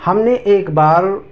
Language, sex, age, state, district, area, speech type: Urdu, male, 18-30, Delhi, East Delhi, urban, spontaneous